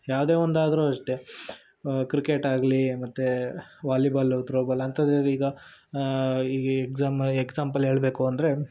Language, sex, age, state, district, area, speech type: Kannada, male, 18-30, Karnataka, Shimoga, urban, spontaneous